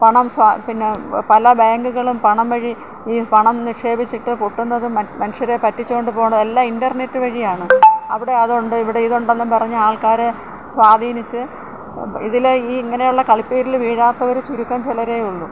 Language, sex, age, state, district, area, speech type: Malayalam, female, 60+, Kerala, Thiruvananthapuram, rural, spontaneous